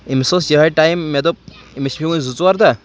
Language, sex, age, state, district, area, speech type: Kashmiri, male, 18-30, Jammu and Kashmir, Kulgam, rural, spontaneous